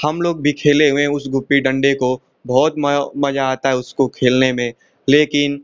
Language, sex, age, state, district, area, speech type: Hindi, male, 18-30, Uttar Pradesh, Ghazipur, rural, spontaneous